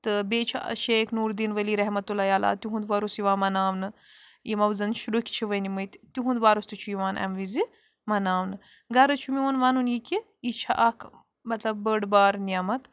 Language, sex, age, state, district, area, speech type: Kashmiri, female, 18-30, Jammu and Kashmir, Bandipora, rural, spontaneous